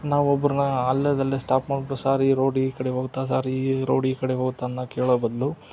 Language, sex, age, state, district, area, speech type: Kannada, male, 45-60, Karnataka, Chitradurga, rural, spontaneous